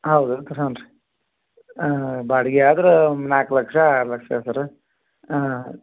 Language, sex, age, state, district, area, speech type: Kannada, male, 30-45, Karnataka, Gadag, rural, conversation